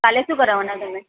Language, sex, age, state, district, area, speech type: Gujarati, female, 18-30, Gujarat, Surat, urban, conversation